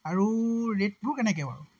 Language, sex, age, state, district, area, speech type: Assamese, male, 30-45, Assam, Sivasagar, rural, spontaneous